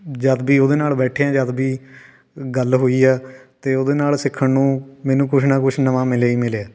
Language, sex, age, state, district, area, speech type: Punjabi, male, 18-30, Punjab, Fatehgarh Sahib, urban, spontaneous